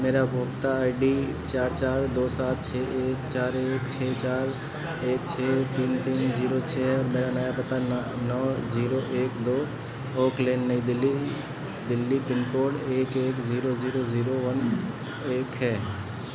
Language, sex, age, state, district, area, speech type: Hindi, male, 30-45, Uttar Pradesh, Sitapur, rural, read